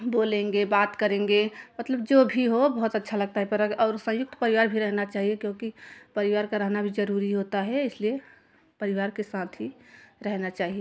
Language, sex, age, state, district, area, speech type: Hindi, female, 30-45, Uttar Pradesh, Jaunpur, urban, spontaneous